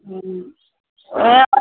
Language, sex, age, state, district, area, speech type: Maithili, female, 18-30, Bihar, Begusarai, rural, conversation